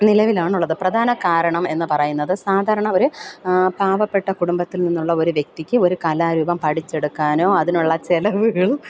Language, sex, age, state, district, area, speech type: Malayalam, female, 30-45, Kerala, Thiruvananthapuram, urban, spontaneous